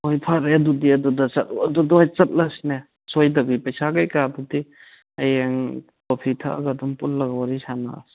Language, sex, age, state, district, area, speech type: Manipuri, male, 30-45, Manipur, Thoubal, rural, conversation